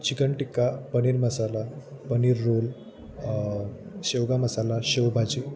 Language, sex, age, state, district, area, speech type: Marathi, male, 18-30, Maharashtra, Jalna, rural, spontaneous